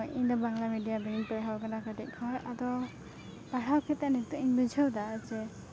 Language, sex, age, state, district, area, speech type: Santali, female, 18-30, West Bengal, Uttar Dinajpur, rural, spontaneous